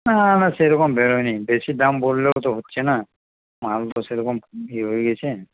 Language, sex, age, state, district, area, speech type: Bengali, male, 60+, West Bengal, Paschim Bardhaman, rural, conversation